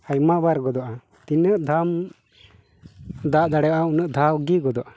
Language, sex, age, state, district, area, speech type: Santali, male, 45-60, West Bengal, Malda, rural, spontaneous